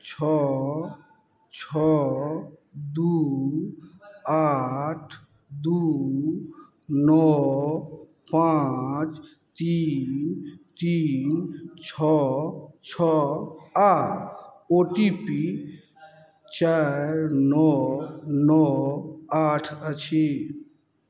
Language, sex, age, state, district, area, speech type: Maithili, male, 45-60, Bihar, Madhubani, rural, read